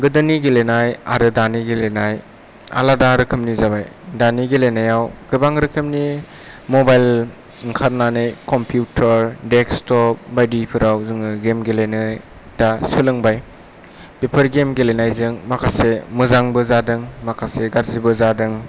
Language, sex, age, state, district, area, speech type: Bodo, male, 18-30, Assam, Kokrajhar, rural, spontaneous